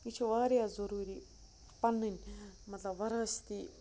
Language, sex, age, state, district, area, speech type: Kashmiri, female, 18-30, Jammu and Kashmir, Budgam, rural, spontaneous